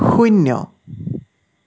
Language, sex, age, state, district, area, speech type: Assamese, male, 18-30, Assam, Sivasagar, rural, read